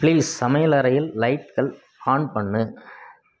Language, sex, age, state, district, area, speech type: Tamil, male, 45-60, Tamil Nadu, Krishnagiri, rural, read